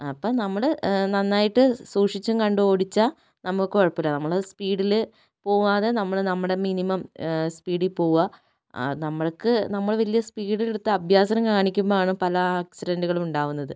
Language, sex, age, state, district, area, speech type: Malayalam, female, 30-45, Kerala, Kozhikode, urban, spontaneous